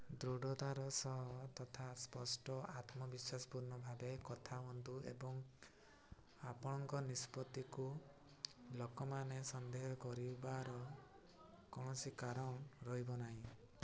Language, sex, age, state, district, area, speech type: Odia, male, 18-30, Odisha, Mayurbhanj, rural, read